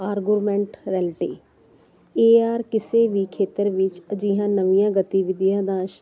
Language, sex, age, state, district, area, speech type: Punjabi, female, 45-60, Punjab, Jalandhar, urban, spontaneous